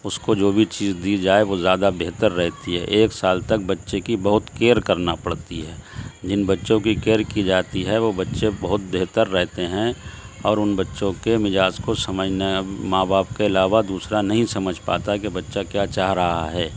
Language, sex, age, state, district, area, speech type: Urdu, male, 60+, Uttar Pradesh, Shahjahanpur, rural, spontaneous